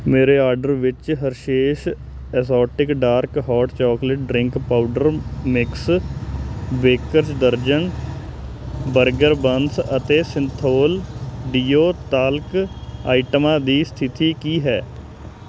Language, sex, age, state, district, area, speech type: Punjabi, male, 18-30, Punjab, Hoshiarpur, rural, read